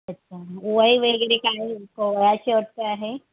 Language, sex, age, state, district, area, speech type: Marathi, female, 45-60, Maharashtra, Mumbai Suburban, urban, conversation